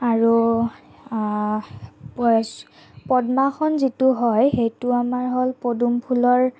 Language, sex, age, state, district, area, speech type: Assamese, female, 45-60, Assam, Morigaon, urban, spontaneous